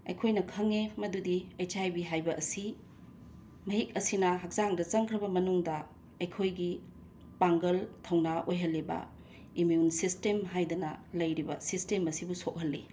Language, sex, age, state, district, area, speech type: Manipuri, female, 60+, Manipur, Imphal East, urban, spontaneous